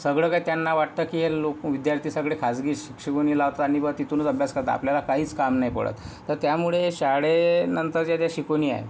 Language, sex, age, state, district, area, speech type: Marathi, male, 18-30, Maharashtra, Yavatmal, rural, spontaneous